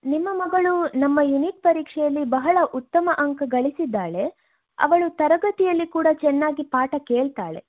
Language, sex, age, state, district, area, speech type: Kannada, female, 18-30, Karnataka, Shimoga, rural, conversation